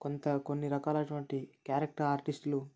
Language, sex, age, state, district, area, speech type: Telugu, male, 18-30, Telangana, Mancherial, rural, spontaneous